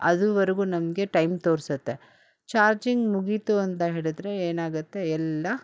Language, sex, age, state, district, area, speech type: Kannada, female, 60+, Karnataka, Bangalore Urban, rural, spontaneous